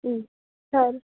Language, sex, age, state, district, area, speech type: Telugu, female, 18-30, Telangana, Ranga Reddy, rural, conversation